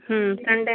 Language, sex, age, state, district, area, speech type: Kannada, female, 30-45, Karnataka, Mysore, urban, conversation